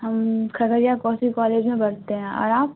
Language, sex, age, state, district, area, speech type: Urdu, female, 18-30, Bihar, Khagaria, rural, conversation